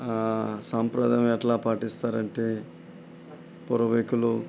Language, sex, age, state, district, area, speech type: Telugu, male, 45-60, Andhra Pradesh, Nellore, rural, spontaneous